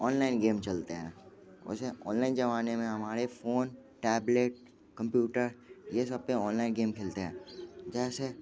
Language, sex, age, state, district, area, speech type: Hindi, male, 18-30, Bihar, Muzaffarpur, rural, spontaneous